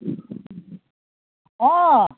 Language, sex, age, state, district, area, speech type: Assamese, female, 60+, Assam, Darrang, rural, conversation